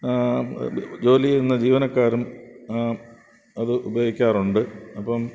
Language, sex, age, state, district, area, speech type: Malayalam, male, 60+, Kerala, Thiruvananthapuram, urban, spontaneous